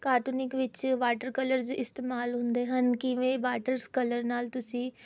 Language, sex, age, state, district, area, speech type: Punjabi, female, 18-30, Punjab, Rupnagar, urban, spontaneous